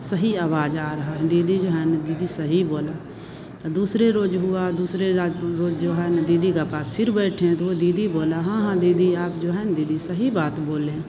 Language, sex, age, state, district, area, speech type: Hindi, female, 45-60, Bihar, Madhepura, rural, spontaneous